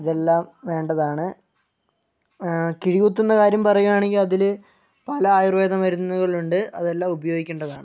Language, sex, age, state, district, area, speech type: Malayalam, male, 18-30, Kerala, Wayanad, rural, spontaneous